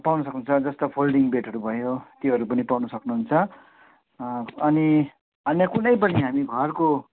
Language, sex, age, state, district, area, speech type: Nepali, male, 45-60, West Bengal, Kalimpong, rural, conversation